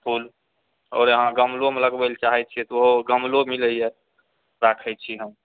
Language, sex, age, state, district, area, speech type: Maithili, male, 60+, Bihar, Purnia, urban, conversation